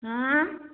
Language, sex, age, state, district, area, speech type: Odia, female, 45-60, Odisha, Angul, rural, conversation